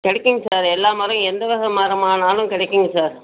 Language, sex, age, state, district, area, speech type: Tamil, female, 45-60, Tamil Nadu, Nagapattinam, rural, conversation